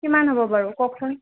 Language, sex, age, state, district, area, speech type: Assamese, female, 18-30, Assam, Morigaon, rural, conversation